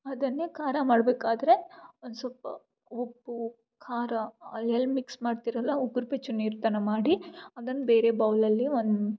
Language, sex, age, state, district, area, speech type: Kannada, female, 18-30, Karnataka, Gulbarga, urban, spontaneous